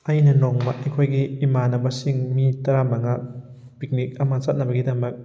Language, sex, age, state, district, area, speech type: Manipuri, male, 18-30, Manipur, Thoubal, rural, spontaneous